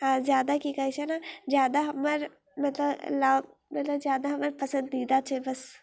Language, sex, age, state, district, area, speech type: Maithili, female, 18-30, Bihar, Muzaffarpur, rural, spontaneous